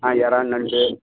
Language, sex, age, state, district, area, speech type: Tamil, male, 45-60, Tamil Nadu, Kallakurichi, rural, conversation